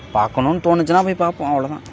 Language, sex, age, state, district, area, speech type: Tamil, male, 18-30, Tamil Nadu, Perambalur, rural, spontaneous